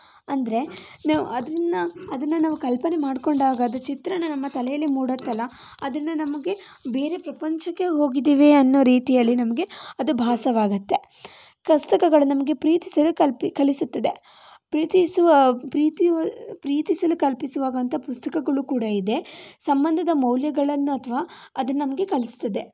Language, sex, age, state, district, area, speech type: Kannada, female, 18-30, Karnataka, Shimoga, rural, spontaneous